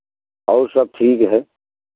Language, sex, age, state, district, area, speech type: Hindi, male, 45-60, Uttar Pradesh, Pratapgarh, rural, conversation